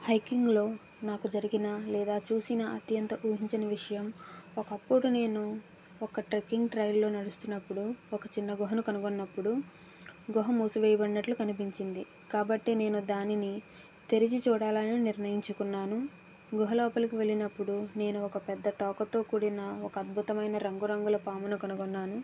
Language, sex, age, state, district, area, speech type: Telugu, female, 45-60, Andhra Pradesh, East Godavari, rural, spontaneous